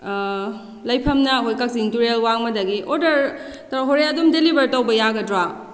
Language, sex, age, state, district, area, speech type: Manipuri, female, 18-30, Manipur, Kakching, rural, spontaneous